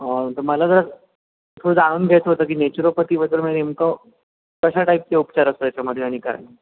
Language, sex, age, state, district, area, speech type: Marathi, male, 30-45, Maharashtra, Sindhudurg, rural, conversation